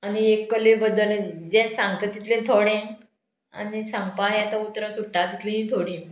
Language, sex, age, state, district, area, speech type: Goan Konkani, female, 45-60, Goa, Murmgao, rural, spontaneous